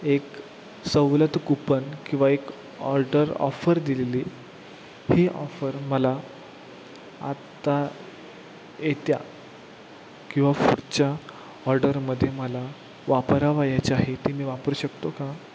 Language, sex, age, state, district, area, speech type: Marathi, male, 18-30, Maharashtra, Satara, urban, spontaneous